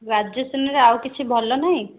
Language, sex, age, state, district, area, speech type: Odia, female, 18-30, Odisha, Jajpur, rural, conversation